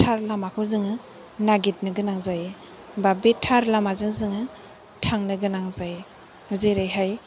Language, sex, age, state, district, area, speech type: Bodo, female, 18-30, Assam, Chirang, rural, spontaneous